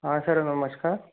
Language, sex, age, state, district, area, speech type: Hindi, male, 30-45, Rajasthan, Jaipur, urban, conversation